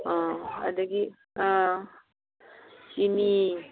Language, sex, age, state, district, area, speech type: Manipuri, female, 60+, Manipur, Kangpokpi, urban, conversation